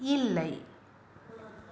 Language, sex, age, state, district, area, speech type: Tamil, female, 30-45, Tamil Nadu, Salem, urban, read